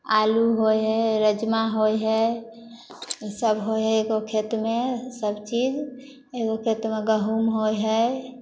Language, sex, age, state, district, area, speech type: Maithili, female, 30-45, Bihar, Samastipur, urban, spontaneous